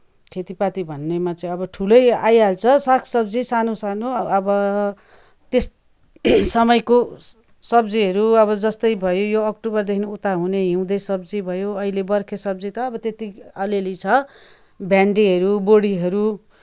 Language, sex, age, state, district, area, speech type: Nepali, female, 45-60, West Bengal, Kalimpong, rural, spontaneous